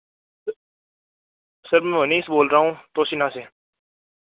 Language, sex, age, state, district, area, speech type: Hindi, male, 18-30, Rajasthan, Nagaur, urban, conversation